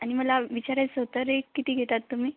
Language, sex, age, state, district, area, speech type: Marathi, female, 18-30, Maharashtra, Beed, urban, conversation